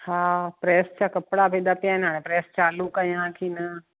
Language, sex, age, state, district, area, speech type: Sindhi, female, 45-60, Gujarat, Kutch, rural, conversation